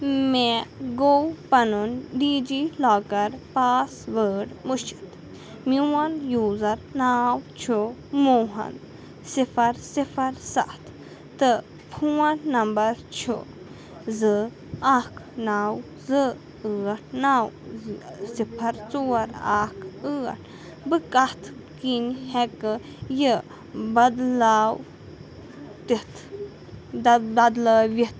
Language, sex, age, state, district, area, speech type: Kashmiri, female, 30-45, Jammu and Kashmir, Anantnag, urban, read